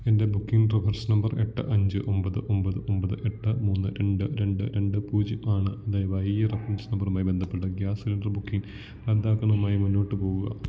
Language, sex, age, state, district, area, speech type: Malayalam, male, 18-30, Kerala, Idukki, rural, read